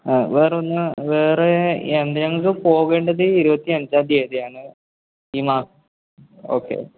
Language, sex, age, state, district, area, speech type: Malayalam, male, 18-30, Kerala, Malappuram, rural, conversation